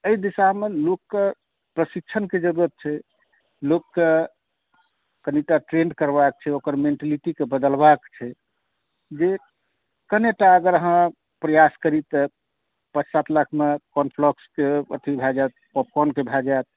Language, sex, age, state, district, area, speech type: Maithili, male, 60+, Bihar, Saharsa, urban, conversation